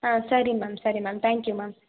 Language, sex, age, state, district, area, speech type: Kannada, female, 18-30, Karnataka, Chikkamagaluru, rural, conversation